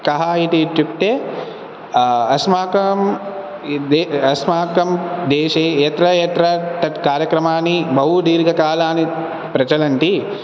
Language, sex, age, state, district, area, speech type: Sanskrit, male, 18-30, Telangana, Hyderabad, urban, spontaneous